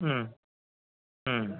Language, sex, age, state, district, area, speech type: Kannada, male, 45-60, Karnataka, Mysore, rural, conversation